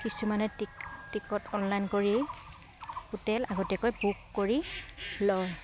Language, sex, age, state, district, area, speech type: Assamese, female, 30-45, Assam, Udalguri, rural, spontaneous